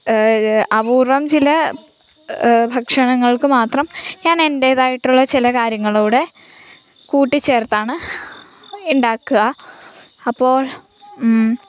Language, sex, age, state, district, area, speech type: Malayalam, female, 18-30, Kerala, Kottayam, rural, spontaneous